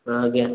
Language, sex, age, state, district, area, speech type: Odia, male, 18-30, Odisha, Khordha, rural, conversation